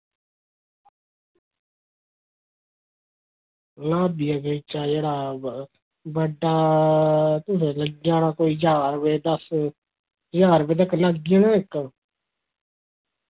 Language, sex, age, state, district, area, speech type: Dogri, male, 30-45, Jammu and Kashmir, Reasi, rural, conversation